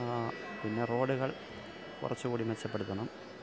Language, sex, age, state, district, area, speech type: Malayalam, male, 45-60, Kerala, Thiruvananthapuram, rural, spontaneous